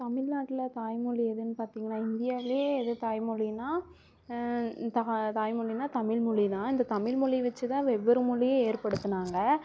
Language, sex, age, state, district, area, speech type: Tamil, female, 18-30, Tamil Nadu, Namakkal, rural, spontaneous